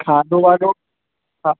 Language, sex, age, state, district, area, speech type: Sindhi, male, 18-30, Maharashtra, Mumbai Suburban, urban, conversation